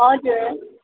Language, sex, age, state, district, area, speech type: Nepali, female, 18-30, West Bengal, Darjeeling, rural, conversation